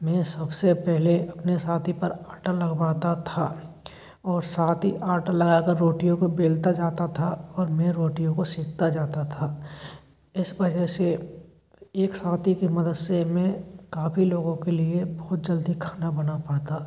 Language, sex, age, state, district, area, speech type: Hindi, male, 18-30, Rajasthan, Bharatpur, rural, spontaneous